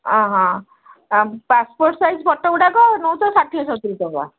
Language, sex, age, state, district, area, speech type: Odia, female, 60+, Odisha, Gajapati, rural, conversation